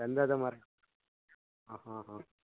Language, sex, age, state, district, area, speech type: Kannada, male, 60+, Karnataka, Mysore, rural, conversation